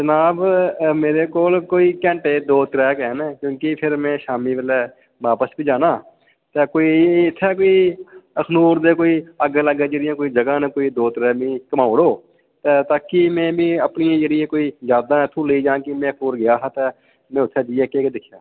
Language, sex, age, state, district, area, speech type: Dogri, female, 30-45, Jammu and Kashmir, Jammu, urban, conversation